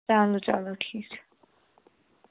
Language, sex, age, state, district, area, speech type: Kashmiri, male, 18-30, Jammu and Kashmir, Budgam, rural, conversation